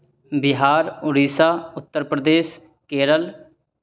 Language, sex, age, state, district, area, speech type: Maithili, male, 30-45, Bihar, Begusarai, urban, spontaneous